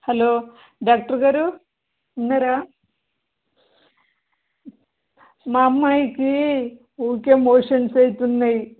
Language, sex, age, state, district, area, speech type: Telugu, female, 30-45, Telangana, Bhadradri Kothagudem, urban, conversation